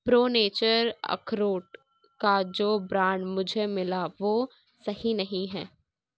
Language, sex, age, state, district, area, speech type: Urdu, female, 60+, Uttar Pradesh, Gautam Buddha Nagar, rural, read